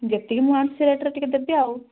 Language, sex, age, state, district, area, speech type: Odia, female, 30-45, Odisha, Kandhamal, rural, conversation